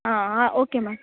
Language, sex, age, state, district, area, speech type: Kannada, female, 18-30, Karnataka, Bellary, rural, conversation